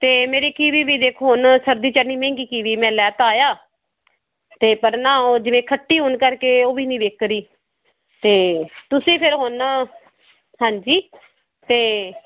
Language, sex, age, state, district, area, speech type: Punjabi, female, 45-60, Punjab, Fazilka, rural, conversation